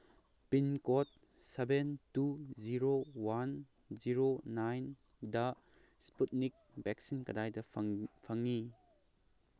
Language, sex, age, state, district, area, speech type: Manipuri, male, 18-30, Manipur, Kangpokpi, urban, read